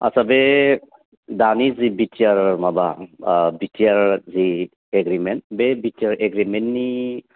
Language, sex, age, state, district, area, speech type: Bodo, male, 45-60, Assam, Baksa, urban, conversation